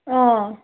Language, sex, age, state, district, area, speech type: Nepali, female, 18-30, West Bengal, Jalpaiguri, urban, conversation